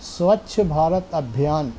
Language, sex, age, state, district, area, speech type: Urdu, male, 60+, Maharashtra, Nashik, urban, spontaneous